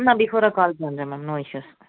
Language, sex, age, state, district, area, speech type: Tamil, female, 30-45, Tamil Nadu, Chennai, urban, conversation